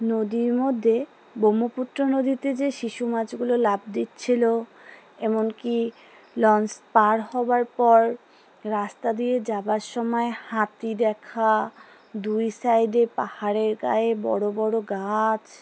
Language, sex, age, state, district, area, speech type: Bengali, female, 30-45, West Bengal, Alipurduar, rural, spontaneous